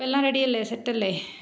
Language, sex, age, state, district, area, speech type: Malayalam, female, 30-45, Kerala, Idukki, rural, spontaneous